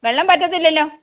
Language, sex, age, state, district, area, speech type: Malayalam, female, 45-60, Kerala, Kottayam, urban, conversation